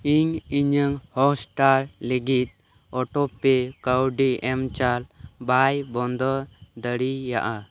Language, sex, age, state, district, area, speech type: Santali, male, 18-30, West Bengal, Birbhum, rural, read